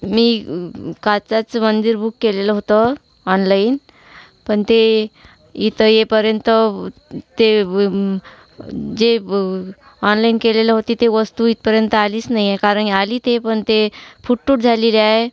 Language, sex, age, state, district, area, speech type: Marathi, female, 45-60, Maharashtra, Washim, rural, spontaneous